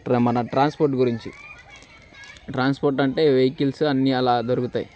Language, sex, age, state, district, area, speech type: Telugu, male, 18-30, Andhra Pradesh, Bapatla, rural, spontaneous